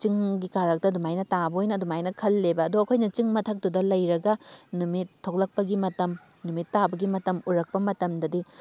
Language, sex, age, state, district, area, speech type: Manipuri, female, 18-30, Manipur, Thoubal, rural, spontaneous